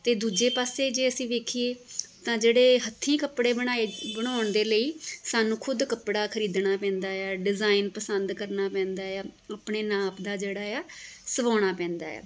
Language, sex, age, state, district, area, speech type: Punjabi, female, 45-60, Punjab, Tarn Taran, urban, spontaneous